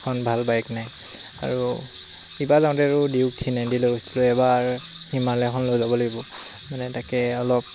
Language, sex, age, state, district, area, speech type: Assamese, male, 18-30, Assam, Lakhimpur, rural, spontaneous